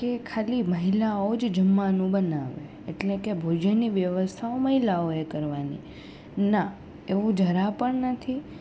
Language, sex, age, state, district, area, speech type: Gujarati, female, 18-30, Gujarat, Rajkot, urban, spontaneous